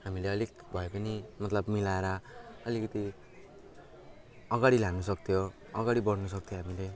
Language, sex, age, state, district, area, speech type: Nepali, male, 18-30, West Bengal, Alipurduar, rural, spontaneous